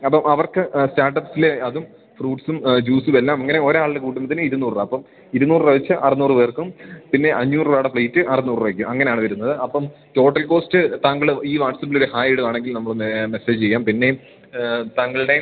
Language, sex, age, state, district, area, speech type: Malayalam, male, 18-30, Kerala, Idukki, rural, conversation